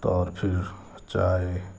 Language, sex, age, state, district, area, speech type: Urdu, male, 45-60, Telangana, Hyderabad, urban, spontaneous